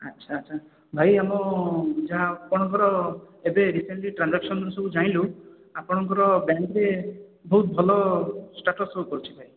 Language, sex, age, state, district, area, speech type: Odia, male, 30-45, Odisha, Khordha, rural, conversation